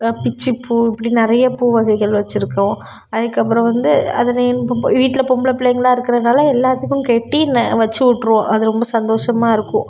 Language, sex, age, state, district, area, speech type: Tamil, female, 30-45, Tamil Nadu, Thoothukudi, urban, spontaneous